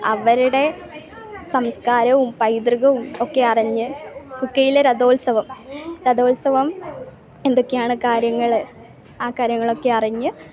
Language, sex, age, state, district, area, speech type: Malayalam, female, 18-30, Kerala, Kasaragod, urban, spontaneous